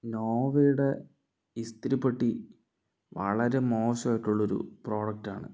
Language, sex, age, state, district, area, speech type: Malayalam, male, 60+, Kerala, Palakkad, rural, spontaneous